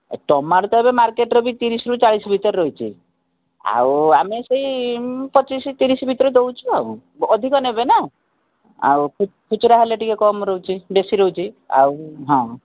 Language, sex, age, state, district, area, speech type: Odia, female, 45-60, Odisha, Koraput, urban, conversation